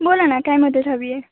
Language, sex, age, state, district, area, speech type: Marathi, female, 18-30, Maharashtra, Ratnagiri, urban, conversation